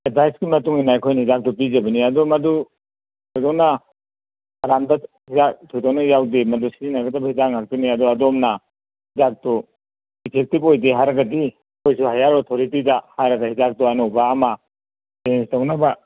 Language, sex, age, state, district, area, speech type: Manipuri, male, 60+, Manipur, Churachandpur, urban, conversation